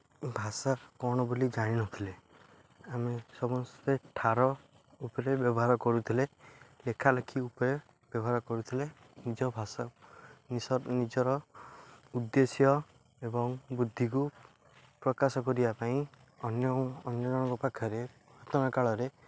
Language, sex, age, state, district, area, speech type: Odia, male, 18-30, Odisha, Jagatsinghpur, urban, spontaneous